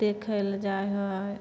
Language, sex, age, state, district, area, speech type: Maithili, female, 18-30, Bihar, Samastipur, rural, spontaneous